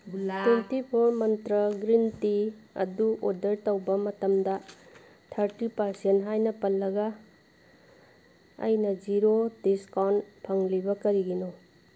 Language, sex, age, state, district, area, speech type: Manipuri, female, 45-60, Manipur, Kangpokpi, urban, read